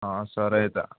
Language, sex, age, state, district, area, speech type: Telugu, male, 18-30, Andhra Pradesh, N T Rama Rao, urban, conversation